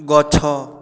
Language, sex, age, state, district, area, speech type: Odia, male, 18-30, Odisha, Balangir, urban, read